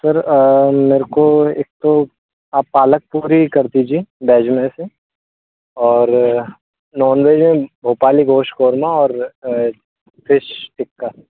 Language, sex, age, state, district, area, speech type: Hindi, male, 60+, Madhya Pradesh, Bhopal, urban, conversation